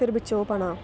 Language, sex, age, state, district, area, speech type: Dogri, female, 18-30, Jammu and Kashmir, Samba, rural, spontaneous